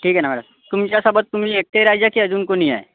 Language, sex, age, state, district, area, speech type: Marathi, male, 18-30, Maharashtra, Nagpur, urban, conversation